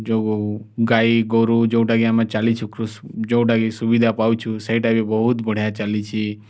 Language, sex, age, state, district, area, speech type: Odia, male, 30-45, Odisha, Kalahandi, rural, spontaneous